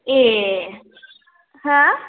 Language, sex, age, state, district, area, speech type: Bodo, female, 18-30, Assam, Kokrajhar, rural, conversation